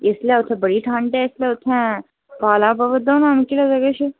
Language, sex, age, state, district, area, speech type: Dogri, female, 30-45, Jammu and Kashmir, Udhampur, urban, conversation